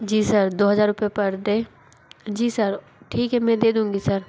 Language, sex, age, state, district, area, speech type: Hindi, female, 45-60, Madhya Pradesh, Bhopal, urban, spontaneous